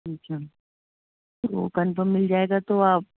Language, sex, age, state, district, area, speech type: Urdu, female, 30-45, Delhi, North East Delhi, urban, conversation